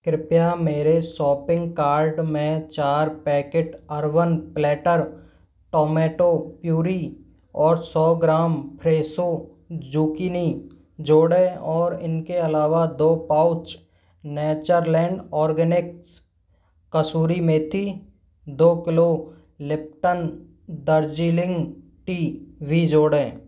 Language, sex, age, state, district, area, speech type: Hindi, male, 45-60, Rajasthan, Karauli, rural, read